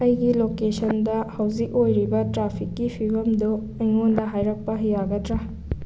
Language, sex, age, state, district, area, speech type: Manipuri, female, 18-30, Manipur, Thoubal, rural, read